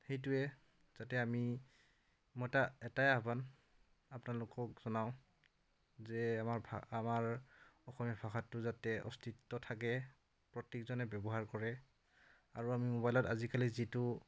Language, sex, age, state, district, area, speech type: Assamese, male, 30-45, Assam, Dhemaji, rural, spontaneous